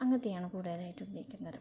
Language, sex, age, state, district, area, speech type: Malayalam, female, 18-30, Kerala, Kannur, urban, spontaneous